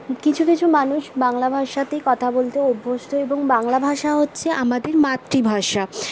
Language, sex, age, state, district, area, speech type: Bengali, female, 18-30, West Bengal, Bankura, urban, spontaneous